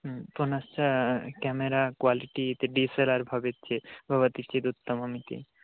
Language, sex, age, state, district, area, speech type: Sanskrit, male, 18-30, West Bengal, Purba Medinipur, rural, conversation